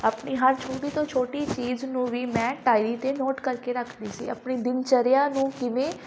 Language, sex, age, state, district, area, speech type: Punjabi, female, 18-30, Punjab, Shaheed Bhagat Singh Nagar, rural, spontaneous